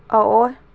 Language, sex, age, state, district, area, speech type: Manipuri, female, 18-30, Manipur, Kakching, rural, read